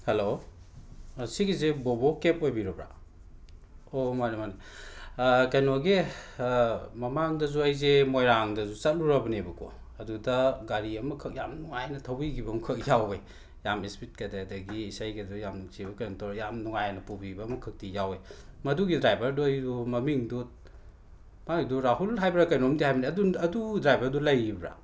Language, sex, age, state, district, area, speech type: Manipuri, male, 60+, Manipur, Imphal West, urban, spontaneous